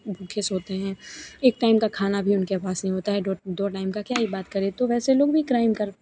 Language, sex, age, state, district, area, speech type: Hindi, female, 18-30, Bihar, Begusarai, rural, spontaneous